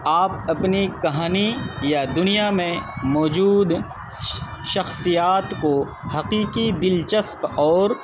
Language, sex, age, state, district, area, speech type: Urdu, male, 30-45, Bihar, Purnia, rural, spontaneous